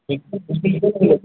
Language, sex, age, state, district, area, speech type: Hindi, male, 30-45, Uttar Pradesh, Sitapur, rural, conversation